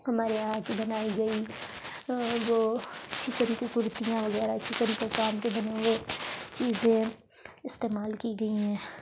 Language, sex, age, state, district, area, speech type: Urdu, female, 45-60, Uttar Pradesh, Lucknow, rural, spontaneous